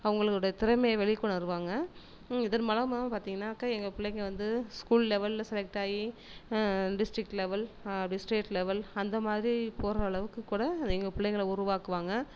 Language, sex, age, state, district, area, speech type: Tamil, female, 30-45, Tamil Nadu, Tiruchirappalli, rural, spontaneous